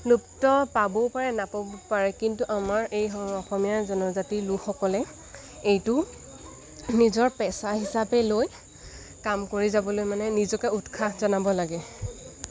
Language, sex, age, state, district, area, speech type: Assamese, female, 18-30, Assam, Lakhimpur, rural, spontaneous